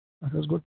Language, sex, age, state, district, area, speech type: Kashmiri, male, 18-30, Jammu and Kashmir, Pulwama, urban, conversation